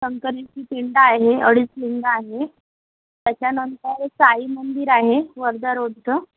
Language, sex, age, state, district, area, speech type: Marathi, female, 30-45, Maharashtra, Nagpur, urban, conversation